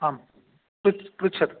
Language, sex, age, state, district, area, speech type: Sanskrit, male, 60+, Telangana, Hyderabad, urban, conversation